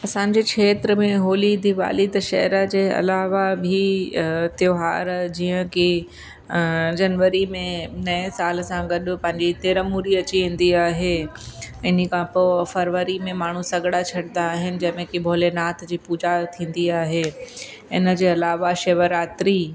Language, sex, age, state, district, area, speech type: Sindhi, female, 30-45, Uttar Pradesh, Lucknow, urban, spontaneous